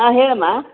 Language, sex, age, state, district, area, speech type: Kannada, female, 60+, Karnataka, Chamarajanagar, rural, conversation